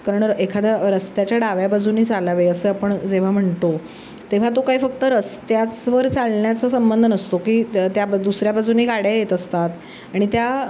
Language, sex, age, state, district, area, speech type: Marathi, female, 45-60, Maharashtra, Sangli, urban, spontaneous